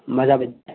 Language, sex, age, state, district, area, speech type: Bodo, male, 30-45, Assam, Chirang, urban, conversation